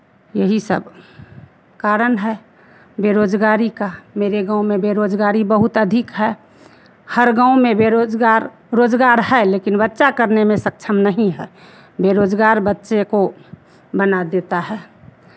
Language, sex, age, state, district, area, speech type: Hindi, female, 60+, Bihar, Begusarai, rural, spontaneous